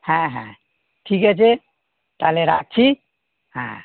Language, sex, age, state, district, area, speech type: Bengali, male, 60+, West Bengal, North 24 Parganas, urban, conversation